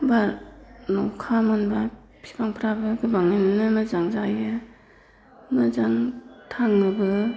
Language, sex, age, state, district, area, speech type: Bodo, female, 45-60, Assam, Chirang, rural, spontaneous